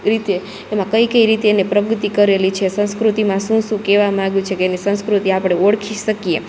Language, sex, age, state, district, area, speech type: Gujarati, female, 18-30, Gujarat, Rajkot, rural, spontaneous